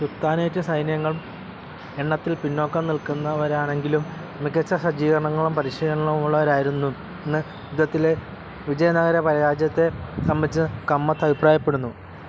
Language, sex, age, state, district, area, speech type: Malayalam, male, 30-45, Kerala, Alappuzha, urban, read